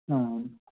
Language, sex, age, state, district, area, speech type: Kannada, male, 18-30, Karnataka, Mysore, rural, conversation